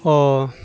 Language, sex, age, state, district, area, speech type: Bodo, male, 60+, Assam, Baksa, urban, spontaneous